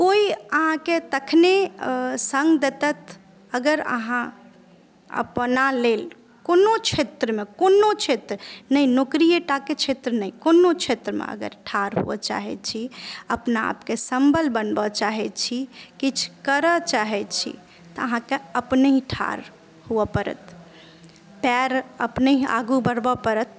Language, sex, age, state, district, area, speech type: Maithili, female, 30-45, Bihar, Madhubani, rural, spontaneous